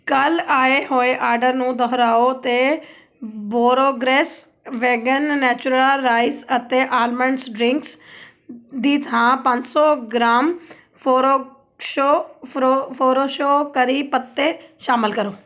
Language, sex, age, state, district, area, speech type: Punjabi, female, 30-45, Punjab, Amritsar, urban, read